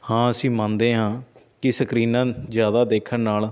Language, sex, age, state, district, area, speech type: Punjabi, male, 30-45, Punjab, Shaheed Bhagat Singh Nagar, rural, spontaneous